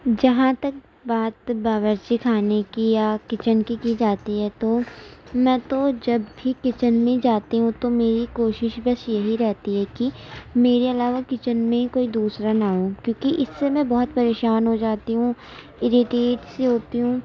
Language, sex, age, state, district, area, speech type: Urdu, female, 18-30, Uttar Pradesh, Gautam Buddha Nagar, urban, spontaneous